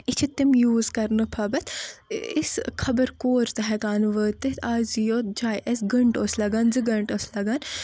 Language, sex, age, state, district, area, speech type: Kashmiri, female, 30-45, Jammu and Kashmir, Bandipora, urban, spontaneous